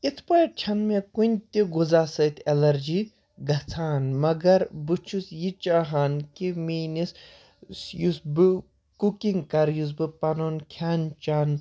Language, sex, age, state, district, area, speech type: Kashmiri, male, 30-45, Jammu and Kashmir, Baramulla, urban, spontaneous